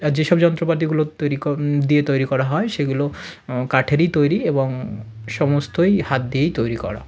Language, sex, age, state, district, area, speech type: Bengali, male, 30-45, West Bengal, South 24 Parganas, rural, spontaneous